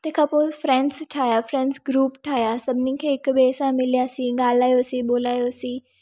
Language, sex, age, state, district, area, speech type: Sindhi, female, 18-30, Gujarat, Surat, urban, spontaneous